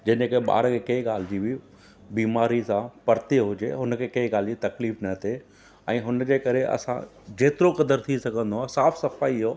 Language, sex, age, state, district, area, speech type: Sindhi, male, 45-60, Gujarat, Surat, urban, spontaneous